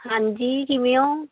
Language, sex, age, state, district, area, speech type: Punjabi, female, 18-30, Punjab, Fatehgarh Sahib, rural, conversation